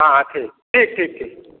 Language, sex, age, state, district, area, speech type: Hindi, male, 18-30, Uttar Pradesh, Jaunpur, rural, conversation